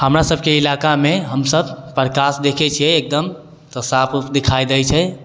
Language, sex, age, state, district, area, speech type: Maithili, male, 18-30, Bihar, Sitamarhi, urban, spontaneous